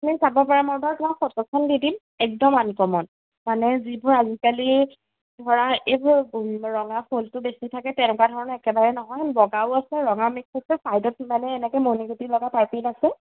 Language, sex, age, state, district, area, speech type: Assamese, female, 18-30, Assam, Golaghat, rural, conversation